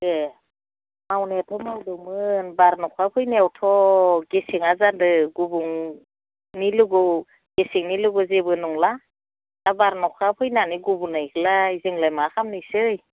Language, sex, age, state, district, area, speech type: Bodo, female, 45-60, Assam, Udalguri, rural, conversation